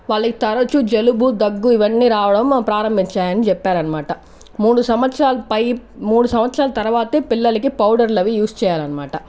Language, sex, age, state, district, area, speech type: Telugu, female, 18-30, Andhra Pradesh, Chittoor, rural, spontaneous